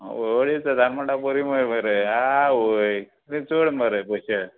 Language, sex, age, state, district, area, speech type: Goan Konkani, male, 30-45, Goa, Murmgao, rural, conversation